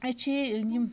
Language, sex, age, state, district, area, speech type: Kashmiri, female, 18-30, Jammu and Kashmir, Pulwama, rural, spontaneous